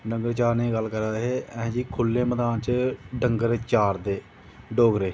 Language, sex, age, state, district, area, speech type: Dogri, male, 30-45, Jammu and Kashmir, Jammu, rural, spontaneous